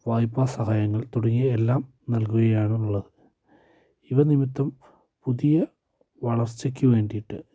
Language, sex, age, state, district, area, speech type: Malayalam, male, 18-30, Kerala, Wayanad, rural, spontaneous